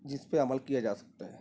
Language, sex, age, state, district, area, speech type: Urdu, male, 30-45, Maharashtra, Nashik, urban, spontaneous